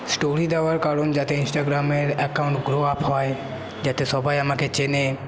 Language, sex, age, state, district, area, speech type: Bengali, male, 18-30, West Bengal, Paschim Bardhaman, rural, spontaneous